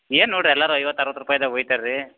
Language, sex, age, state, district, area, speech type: Kannada, male, 45-60, Karnataka, Belgaum, rural, conversation